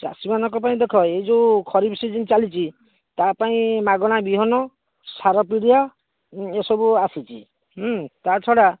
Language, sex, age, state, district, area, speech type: Odia, male, 60+, Odisha, Jajpur, rural, conversation